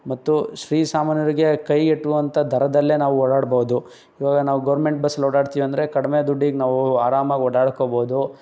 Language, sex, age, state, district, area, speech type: Kannada, male, 18-30, Karnataka, Tumkur, urban, spontaneous